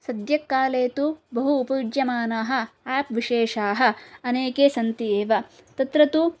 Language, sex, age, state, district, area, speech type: Sanskrit, female, 18-30, Karnataka, Shimoga, urban, spontaneous